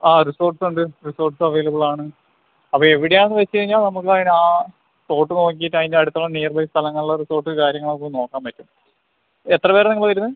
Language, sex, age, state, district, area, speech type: Malayalam, male, 18-30, Kerala, Wayanad, rural, conversation